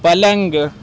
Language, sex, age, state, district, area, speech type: Urdu, male, 30-45, Uttar Pradesh, Lucknow, rural, read